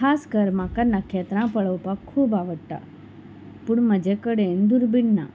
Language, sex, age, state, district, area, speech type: Goan Konkani, female, 30-45, Goa, Salcete, rural, spontaneous